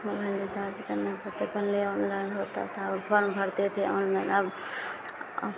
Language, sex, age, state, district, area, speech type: Hindi, female, 18-30, Bihar, Madhepura, rural, spontaneous